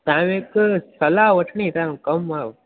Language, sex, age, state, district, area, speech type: Sindhi, male, 18-30, Gujarat, Junagadh, rural, conversation